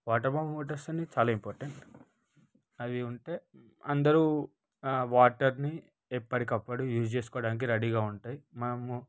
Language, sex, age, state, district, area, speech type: Telugu, male, 30-45, Telangana, Ranga Reddy, urban, spontaneous